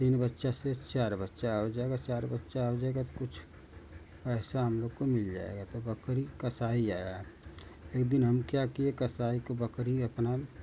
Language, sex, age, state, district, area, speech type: Hindi, male, 45-60, Uttar Pradesh, Ghazipur, rural, spontaneous